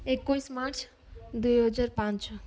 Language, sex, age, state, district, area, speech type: Odia, female, 45-60, Odisha, Malkangiri, urban, spontaneous